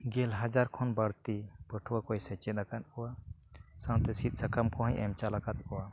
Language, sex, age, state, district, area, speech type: Santali, male, 30-45, Jharkhand, East Singhbhum, rural, spontaneous